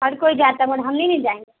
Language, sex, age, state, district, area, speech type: Urdu, female, 30-45, Bihar, Darbhanga, rural, conversation